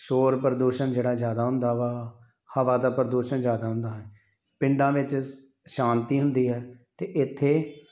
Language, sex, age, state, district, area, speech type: Punjabi, male, 30-45, Punjab, Tarn Taran, rural, spontaneous